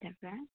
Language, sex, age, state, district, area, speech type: Assamese, female, 30-45, Assam, Tinsukia, urban, conversation